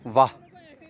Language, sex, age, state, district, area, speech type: Urdu, male, 18-30, Jammu and Kashmir, Srinagar, rural, read